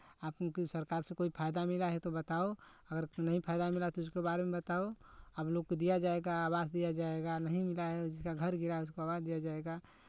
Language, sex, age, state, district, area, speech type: Hindi, male, 18-30, Uttar Pradesh, Chandauli, rural, spontaneous